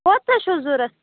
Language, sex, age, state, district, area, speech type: Kashmiri, female, 18-30, Jammu and Kashmir, Budgam, rural, conversation